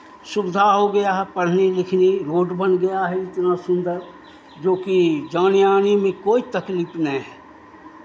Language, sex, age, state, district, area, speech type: Hindi, male, 60+, Bihar, Begusarai, rural, spontaneous